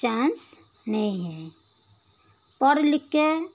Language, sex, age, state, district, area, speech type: Hindi, female, 60+, Uttar Pradesh, Pratapgarh, rural, spontaneous